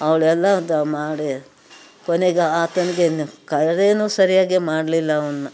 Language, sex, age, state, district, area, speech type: Kannada, female, 60+, Karnataka, Mandya, rural, spontaneous